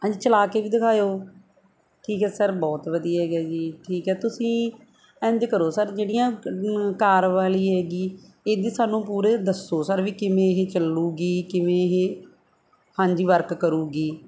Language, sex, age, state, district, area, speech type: Punjabi, female, 30-45, Punjab, Barnala, rural, spontaneous